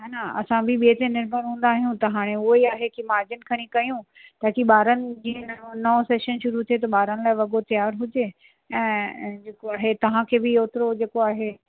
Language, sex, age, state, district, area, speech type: Sindhi, female, 18-30, Uttar Pradesh, Lucknow, urban, conversation